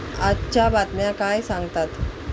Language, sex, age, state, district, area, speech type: Marathi, female, 45-60, Maharashtra, Mumbai Suburban, urban, read